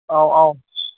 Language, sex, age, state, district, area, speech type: Bodo, male, 18-30, Assam, Kokrajhar, rural, conversation